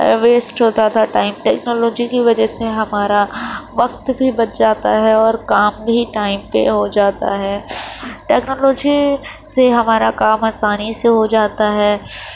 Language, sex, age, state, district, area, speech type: Urdu, female, 30-45, Uttar Pradesh, Gautam Buddha Nagar, urban, spontaneous